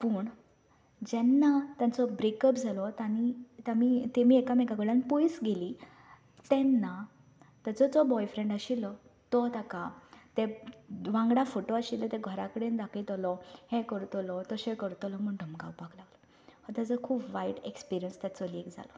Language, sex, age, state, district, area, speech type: Goan Konkani, female, 18-30, Goa, Canacona, rural, spontaneous